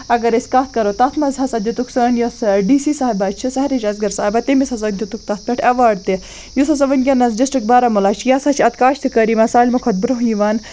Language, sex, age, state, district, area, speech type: Kashmiri, female, 18-30, Jammu and Kashmir, Baramulla, rural, spontaneous